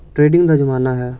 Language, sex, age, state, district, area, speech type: Punjabi, male, 18-30, Punjab, Amritsar, urban, spontaneous